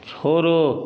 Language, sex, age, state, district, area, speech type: Hindi, male, 30-45, Bihar, Vaishali, rural, read